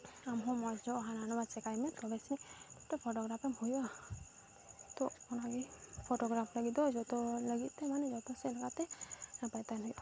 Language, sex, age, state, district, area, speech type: Santali, female, 18-30, West Bengal, Malda, rural, spontaneous